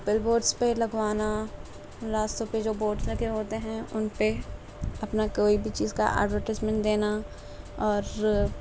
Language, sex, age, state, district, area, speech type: Urdu, male, 18-30, Delhi, Central Delhi, urban, spontaneous